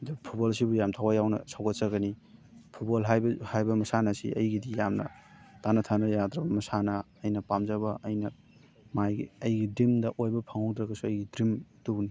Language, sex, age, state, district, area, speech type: Manipuri, male, 18-30, Manipur, Thoubal, rural, spontaneous